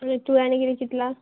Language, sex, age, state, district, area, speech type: Goan Konkani, female, 18-30, Goa, Murmgao, urban, conversation